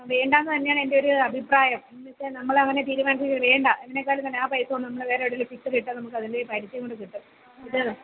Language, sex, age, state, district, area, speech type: Malayalam, female, 30-45, Kerala, Kollam, rural, conversation